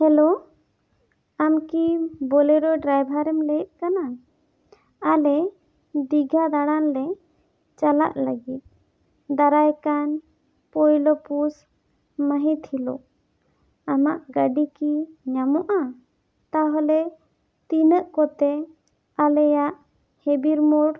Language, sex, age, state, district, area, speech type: Santali, female, 18-30, West Bengal, Bankura, rural, spontaneous